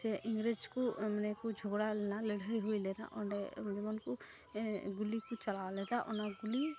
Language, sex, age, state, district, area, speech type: Santali, female, 18-30, West Bengal, Malda, rural, spontaneous